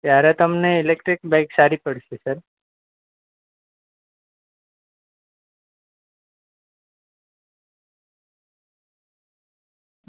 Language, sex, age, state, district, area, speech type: Gujarati, male, 18-30, Gujarat, Surat, urban, conversation